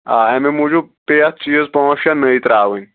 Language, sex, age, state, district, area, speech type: Kashmiri, male, 18-30, Jammu and Kashmir, Anantnag, rural, conversation